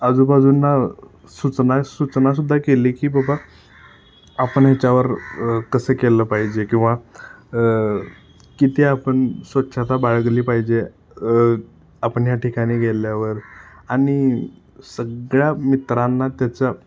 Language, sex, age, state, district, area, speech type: Marathi, male, 18-30, Maharashtra, Sangli, urban, spontaneous